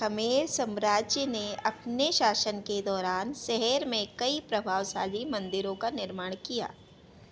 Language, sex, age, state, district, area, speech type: Hindi, female, 30-45, Madhya Pradesh, Harda, urban, read